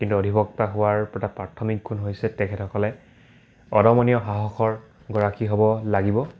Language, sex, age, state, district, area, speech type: Assamese, male, 18-30, Assam, Dibrugarh, rural, spontaneous